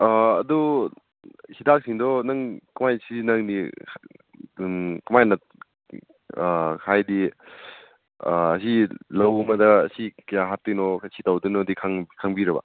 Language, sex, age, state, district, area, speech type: Manipuri, male, 30-45, Manipur, Churachandpur, rural, conversation